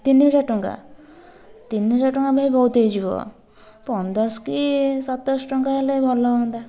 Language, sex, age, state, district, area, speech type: Odia, female, 18-30, Odisha, Kalahandi, rural, spontaneous